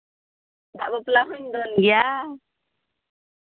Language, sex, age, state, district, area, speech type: Santali, female, 30-45, Jharkhand, Pakur, rural, conversation